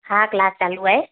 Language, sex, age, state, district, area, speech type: Sindhi, female, 30-45, Gujarat, Kutch, rural, conversation